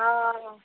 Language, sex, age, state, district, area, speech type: Odia, female, 18-30, Odisha, Ganjam, urban, conversation